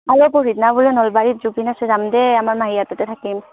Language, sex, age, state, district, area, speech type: Assamese, female, 18-30, Assam, Barpeta, rural, conversation